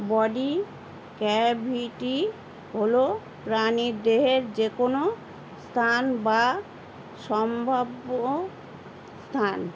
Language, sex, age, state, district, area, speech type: Bengali, female, 60+, West Bengal, Howrah, urban, read